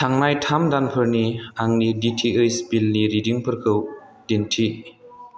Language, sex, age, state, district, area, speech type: Bodo, male, 18-30, Assam, Chirang, urban, read